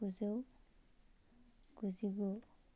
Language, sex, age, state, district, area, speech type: Bodo, female, 18-30, Assam, Baksa, rural, spontaneous